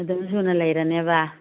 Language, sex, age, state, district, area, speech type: Manipuri, female, 45-60, Manipur, Churachandpur, urban, conversation